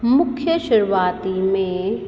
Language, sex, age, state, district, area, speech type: Sindhi, female, 30-45, Uttar Pradesh, Lucknow, urban, read